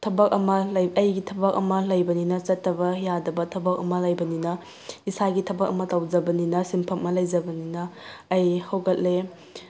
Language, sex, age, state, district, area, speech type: Manipuri, female, 30-45, Manipur, Tengnoupal, rural, spontaneous